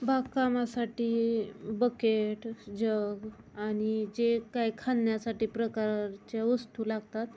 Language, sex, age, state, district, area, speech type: Marathi, female, 18-30, Maharashtra, Osmanabad, rural, spontaneous